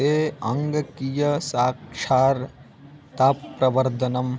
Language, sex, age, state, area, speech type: Sanskrit, male, 18-30, Bihar, rural, spontaneous